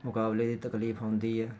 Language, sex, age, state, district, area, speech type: Punjabi, male, 45-60, Punjab, Jalandhar, urban, spontaneous